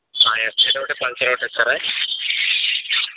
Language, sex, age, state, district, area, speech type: Telugu, male, 18-30, Andhra Pradesh, N T Rama Rao, rural, conversation